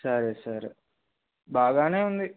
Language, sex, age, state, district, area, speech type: Telugu, male, 18-30, Telangana, Adilabad, urban, conversation